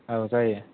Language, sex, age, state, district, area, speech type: Bodo, male, 18-30, Assam, Kokrajhar, rural, conversation